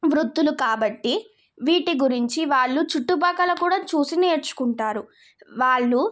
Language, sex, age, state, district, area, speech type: Telugu, female, 18-30, Telangana, Nizamabad, rural, spontaneous